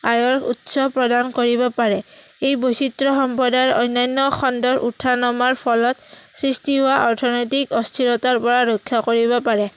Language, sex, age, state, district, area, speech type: Assamese, female, 18-30, Assam, Udalguri, rural, spontaneous